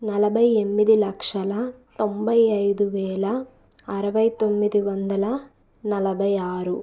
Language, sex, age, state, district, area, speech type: Telugu, female, 18-30, Andhra Pradesh, Krishna, urban, spontaneous